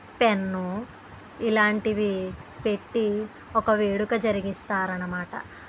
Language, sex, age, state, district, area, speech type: Telugu, female, 60+, Andhra Pradesh, East Godavari, rural, spontaneous